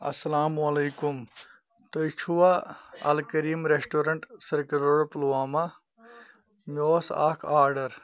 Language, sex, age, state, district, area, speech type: Kashmiri, male, 30-45, Jammu and Kashmir, Pulwama, urban, spontaneous